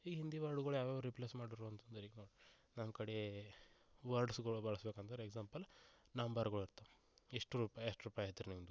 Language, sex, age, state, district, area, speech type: Kannada, male, 18-30, Karnataka, Gulbarga, rural, spontaneous